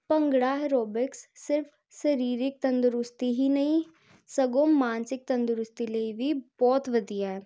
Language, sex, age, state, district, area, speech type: Punjabi, female, 18-30, Punjab, Jalandhar, urban, spontaneous